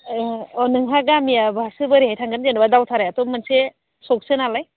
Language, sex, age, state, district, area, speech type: Bodo, female, 45-60, Assam, Baksa, rural, conversation